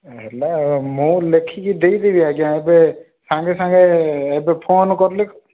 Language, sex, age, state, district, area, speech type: Odia, male, 30-45, Odisha, Rayagada, urban, conversation